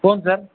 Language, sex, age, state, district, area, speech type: Odia, male, 45-60, Odisha, Koraput, urban, conversation